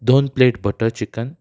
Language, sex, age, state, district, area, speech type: Goan Konkani, male, 18-30, Goa, Ponda, rural, spontaneous